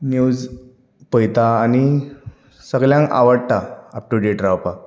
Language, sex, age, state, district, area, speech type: Goan Konkani, male, 18-30, Goa, Bardez, rural, spontaneous